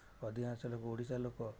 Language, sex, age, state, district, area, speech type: Odia, male, 60+, Odisha, Jagatsinghpur, rural, spontaneous